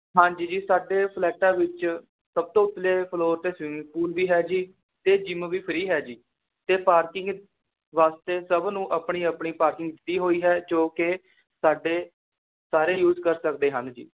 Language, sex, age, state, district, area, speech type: Punjabi, male, 18-30, Punjab, Mohali, urban, conversation